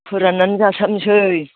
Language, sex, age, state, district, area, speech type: Bodo, female, 60+, Assam, Udalguri, rural, conversation